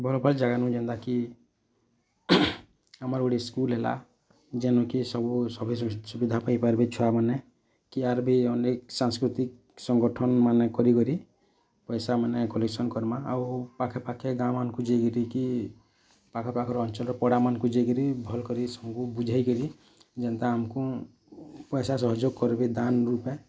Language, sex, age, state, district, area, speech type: Odia, male, 45-60, Odisha, Bargarh, urban, spontaneous